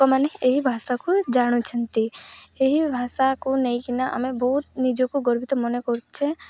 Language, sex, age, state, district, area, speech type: Odia, female, 18-30, Odisha, Malkangiri, urban, spontaneous